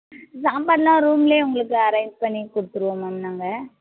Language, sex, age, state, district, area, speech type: Tamil, female, 18-30, Tamil Nadu, Tirunelveli, urban, conversation